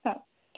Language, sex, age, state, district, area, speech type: Marathi, female, 18-30, Maharashtra, Hingoli, urban, conversation